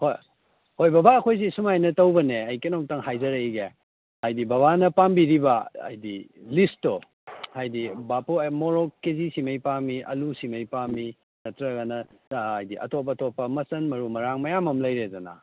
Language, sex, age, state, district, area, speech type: Manipuri, male, 18-30, Manipur, Kakching, rural, conversation